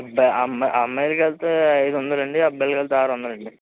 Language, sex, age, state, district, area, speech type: Telugu, male, 30-45, Andhra Pradesh, Eluru, rural, conversation